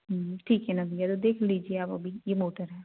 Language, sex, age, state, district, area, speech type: Hindi, female, 18-30, Madhya Pradesh, Betul, rural, conversation